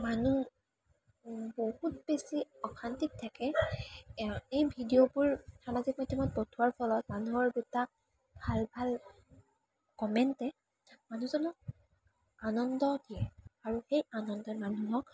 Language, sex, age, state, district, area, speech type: Assamese, female, 18-30, Assam, Kamrup Metropolitan, urban, spontaneous